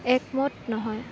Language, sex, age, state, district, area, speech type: Assamese, female, 18-30, Assam, Kamrup Metropolitan, urban, read